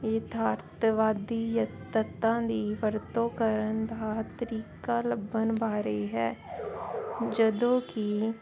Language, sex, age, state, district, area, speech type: Punjabi, female, 30-45, Punjab, Jalandhar, urban, spontaneous